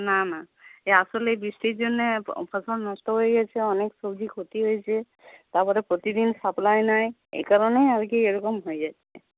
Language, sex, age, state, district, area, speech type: Bengali, female, 45-60, West Bengal, Uttar Dinajpur, rural, conversation